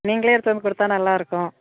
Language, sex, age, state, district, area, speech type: Tamil, female, 60+, Tamil Nadu, Tiruvannamalai, rural, conversation